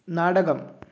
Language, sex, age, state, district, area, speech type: Malayalam, male, 18-30, Kerala, Kozhikode, urban, read